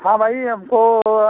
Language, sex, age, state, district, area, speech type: Hindi, male, 45-60, Uttar Pradesh, Azamgarh, rural, conversation